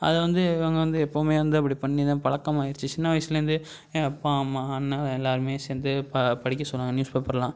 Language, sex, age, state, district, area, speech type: Tamil, male, 18-30, Tamil Nadu, Thanjavur, rural, spontaneous